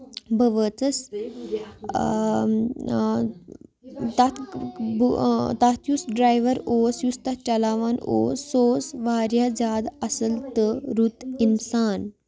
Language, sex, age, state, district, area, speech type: Kashmiri, female, 18-30, Jammu and Kashmir, Baramulla, rural, spontaneous